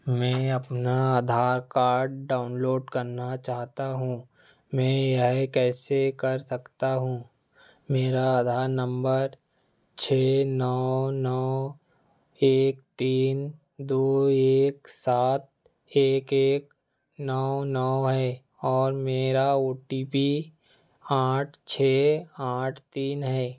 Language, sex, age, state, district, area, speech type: Hindi, male, 30-45, Madhya Pradesh, Seoni, rural, read